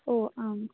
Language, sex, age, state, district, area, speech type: Sanskrit, female, 18-30, Karnataka, Dharwad, urban, conversation